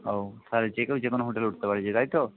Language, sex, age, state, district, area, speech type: Bengali, male, 30-45, West Bengal, Paschim Medinipur, rural, conversation